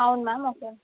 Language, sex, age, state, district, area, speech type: Telugu, female, 18-30, Telangana, Medak, urban, conversation